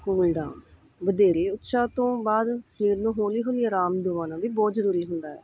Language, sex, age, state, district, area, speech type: Punjabi, female, 30-45, Punjab, Hoshiarpur, urban, spontaneous